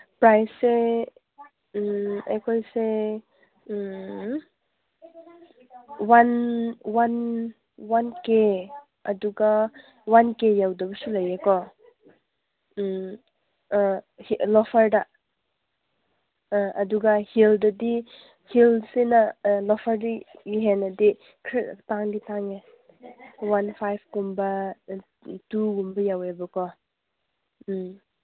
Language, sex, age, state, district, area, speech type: Manipuri, female, 45-60, Manipur, Kangpokpi, rural, conversation